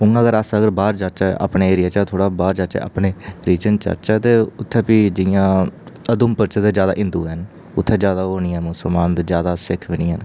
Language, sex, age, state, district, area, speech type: Dogri, male, 30-45, Jammu and Kashmir, Udhampur, urban, spontaneous